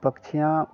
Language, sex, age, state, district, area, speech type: Hindi, male, 18-30, Bihar, Madhepura, rural, spontaneous